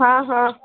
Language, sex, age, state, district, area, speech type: Odia, female, 45-60, Odisha, Sundergarh, rural, conversation